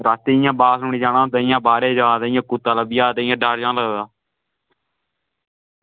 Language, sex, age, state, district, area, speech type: Dogri, male, 30-45, Jammu and Kashmir, Udhampur, rural, conversation